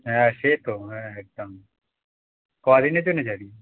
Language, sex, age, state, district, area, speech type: Bengali, male, 18-30, West Bengal, Howrah, urban, conversation